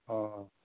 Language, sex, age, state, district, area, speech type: Assamese, female, 60+, Assam, Morigaon, urban, conversation